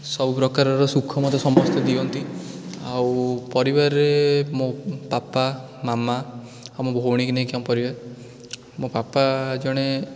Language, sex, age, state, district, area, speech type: Odia, male, 18-30, Odisha, Dhenkanal, urban, spontaneous